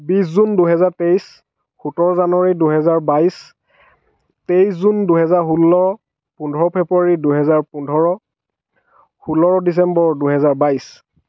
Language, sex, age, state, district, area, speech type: Assamese, male, 45-60, Assam, Dhemaji, rural, spontaneous